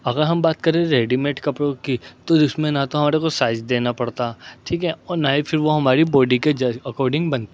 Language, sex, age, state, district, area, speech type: Urdu, male, 18-30, Delhi, North West Delhi, urban, spontaneous